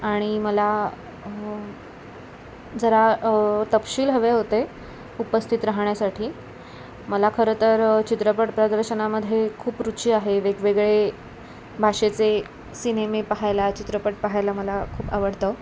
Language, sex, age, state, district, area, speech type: Marathi, female, 18-30, Maharashtra, Ratnagiri, urban, spontaneous